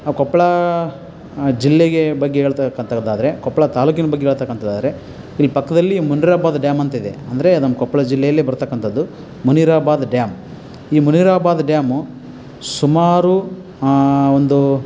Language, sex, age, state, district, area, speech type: Kannada, male, 30-45, Karnataka, Koppal, rural, spontaneous